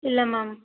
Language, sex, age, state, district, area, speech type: Tamil, female, 45-60, Tamil Nadu, Tiruvarur, rural, conversation